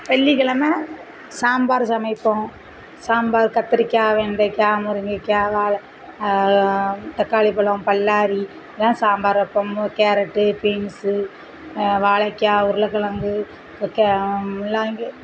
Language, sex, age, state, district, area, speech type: Tamil, female, 45-60, Tamil Nadu, Thoothukudi, rural, spontaneous